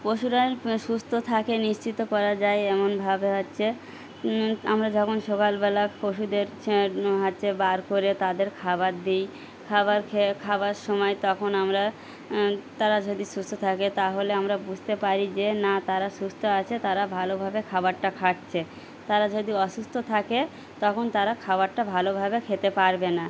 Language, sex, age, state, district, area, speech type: Bengali, female, 45-60, West Bengal, Birbhum, urban, spontaneous